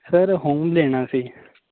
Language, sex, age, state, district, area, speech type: Punjabi, male, 18-30, Punjab, Mohali, rural, conversation